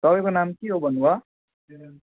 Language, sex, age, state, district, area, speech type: Nepali, male, 18-30, West Bengal, Kalimpong, rural, conversation